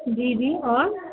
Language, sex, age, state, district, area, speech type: Urdu, female, 18-30, Uttar Pradesh, Gautam Buddha Nagar, urban, conversation